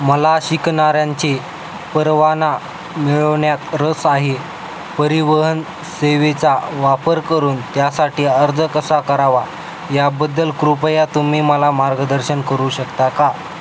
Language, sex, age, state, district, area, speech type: Marathi, male, 18-30, Maharashtra, Beed, rural, read